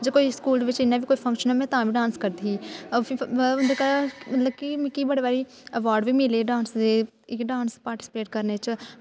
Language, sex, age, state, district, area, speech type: Dogri, female, 18-30, Jammu and Kashmir, Kathua, rural, spontaneous